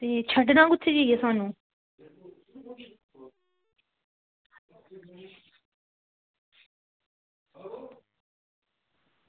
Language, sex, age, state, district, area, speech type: Dogri, female, 18-30, Jammu and Kashmir, Samba, rural, conversation